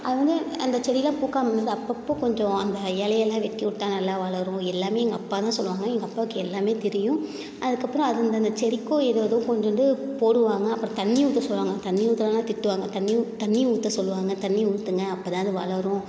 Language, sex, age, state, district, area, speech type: Tamil, female, 18-30, Tamil Nadu, Thanjavur, urban, spontaneous